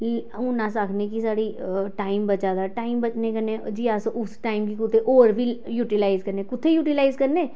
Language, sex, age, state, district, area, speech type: Dogri, female, 45-60, Jammu and Kashmir, Jammu, urban, spontaneous